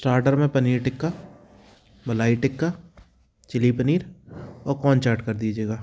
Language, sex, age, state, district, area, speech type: Hindi, male, 30-45, Madhya Pradesh, Jabalpur, urban, spontaneous